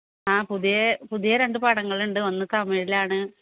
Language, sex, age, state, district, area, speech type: Malayalam, female, 45-60, Kerala, Malappuram, rural, conversation